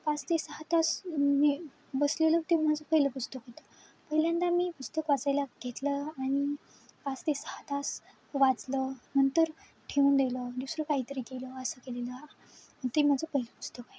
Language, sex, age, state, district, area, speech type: Marathi, female, 18-30, Maharashtra, Nanded, rural, spontaneous